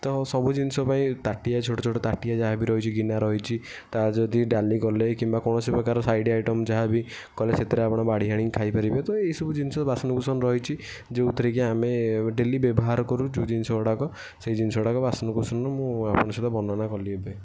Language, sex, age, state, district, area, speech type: Odia, male, 18-30, Odisha, Kendujhar, urban, spontaneous